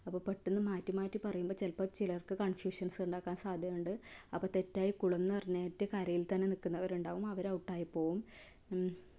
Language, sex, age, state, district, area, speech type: Malayalam, female, 18-30, Kerala, Kasaragod, rural, spontaneous